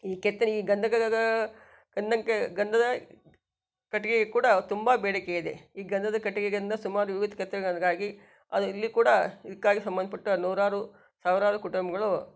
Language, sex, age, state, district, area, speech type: Kannada, female, 60+, Karnataka, Shimoga, rural, spontaneous